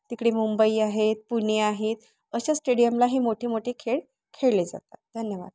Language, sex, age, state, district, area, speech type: Marathi, female, 30-45, Maharashtra, Thane, urban, spontaneous